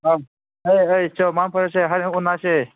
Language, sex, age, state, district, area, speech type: Manipuri, male, 18-30, Manipur, Senapati, rural, conversation